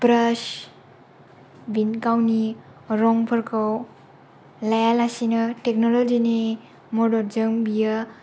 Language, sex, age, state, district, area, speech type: Bodo, female, 18-30, Assam, Kokrajhar, rural, spontaneous